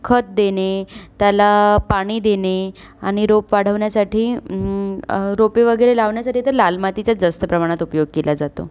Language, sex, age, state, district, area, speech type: Marathi, female, 30-45, Maharashtra, Nagpur, urban, spontaneous